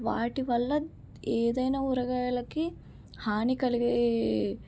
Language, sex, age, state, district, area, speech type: Telugu, female, 18-30, Telangana, Medak, rural, spontaneous